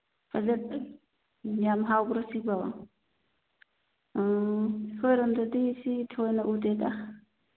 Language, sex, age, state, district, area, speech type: Manipuri, female, 45-60, Manipur, Churachandpur, urban, conversation